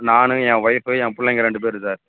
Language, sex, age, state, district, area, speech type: Tamil, male, 30-45, Tamil Nadu, Namakkal, rural, conversation